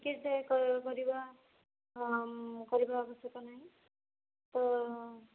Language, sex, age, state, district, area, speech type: Odia, female, 18-30, Odisha, Puri, urban, conversation